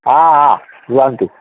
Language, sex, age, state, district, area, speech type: Odia, male, 60+, Odisha, Gajapati, rural, conversation